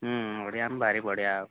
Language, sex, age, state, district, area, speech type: Odia, male, 18-30, Odisha, Nabarangpur, urban, conversation